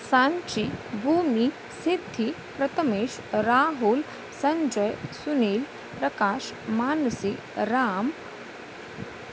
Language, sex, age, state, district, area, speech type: Marathi, female, 45-60, Maharashtra, Thane, rural, spontaneous